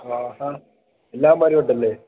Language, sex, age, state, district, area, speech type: Malayalam, male, 18-30, Kerala, Idukki, rural, conversation